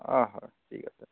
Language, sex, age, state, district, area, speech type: Assamese, male, 18-30, Assam, Jorhat, urban, conversation